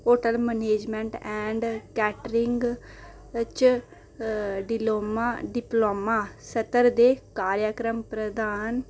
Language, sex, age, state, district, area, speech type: Dogri, female, 18-30, Jammu and Kashmir, Reasi, rural, read